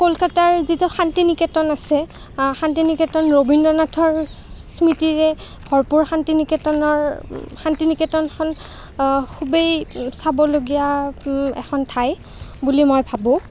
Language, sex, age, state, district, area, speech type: Assamese, female, 30-45, Assam, Kamrup Metropolitan, urban, spontaneous